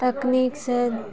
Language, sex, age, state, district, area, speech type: Maithili, female, 30-45, Bihar, Purnia, rural, spontaneous